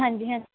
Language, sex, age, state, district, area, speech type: Punjabi, female, 18-30, Punjab, Pathankot, rural, conversation